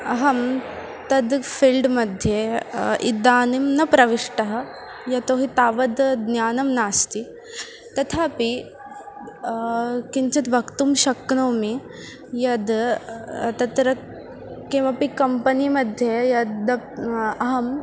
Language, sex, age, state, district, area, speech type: Sanskrit, female, 18-30, Maharashtra, Ahmednagar, urban, spontaneous